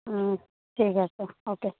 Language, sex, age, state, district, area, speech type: Bengali, female, 30-45, West Bengal, Malda, urban, conversation